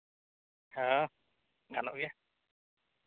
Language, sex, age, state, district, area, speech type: Santali, male, 18-30, Jharkhand, East Singhbhum, rural, conversation